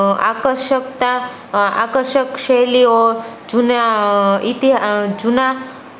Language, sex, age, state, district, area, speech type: Gujarati, female, 18-30, Gujarat, Rajkot, urban, spontaneous